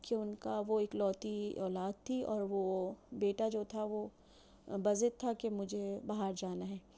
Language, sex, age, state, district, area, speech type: Urdu, female, 45-60, Delhi, New Delhi, urban, spontaneous